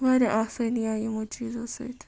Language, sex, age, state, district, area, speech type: Kashmiri, female, 45-60, Jammu and Kashmir, Ganderbal, rural, spontaneous